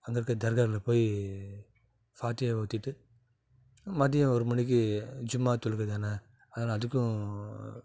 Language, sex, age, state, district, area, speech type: Tamil, male, 30-45, Tamil Nadu, Salem, urban, spontaneous